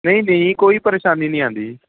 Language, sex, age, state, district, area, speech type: Punjabi, male, 18-30, Punjab, Ludhiana, urban, conversation